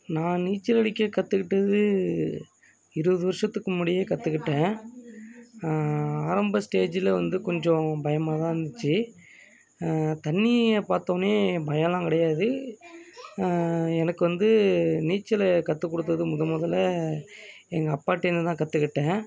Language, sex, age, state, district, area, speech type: Tamil, male, 30-45, Tamil Nadu, Thanjavur, rural, spontaneous